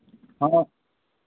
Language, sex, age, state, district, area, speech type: Hindi, male, 18-30, Bihar, Begusarai, rural, conversation